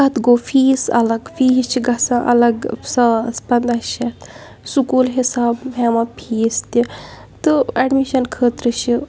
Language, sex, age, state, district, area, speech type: Kashmiri, female, 18-30, Jammu and Kashmir, Bandipora, urban, spontaneous